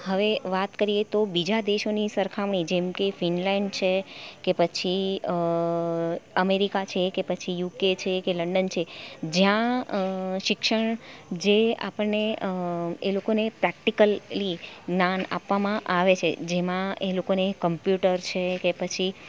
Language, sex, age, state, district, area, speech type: Gujarati, female, 30-45, Gujarat, Valsad, rural, spontaneous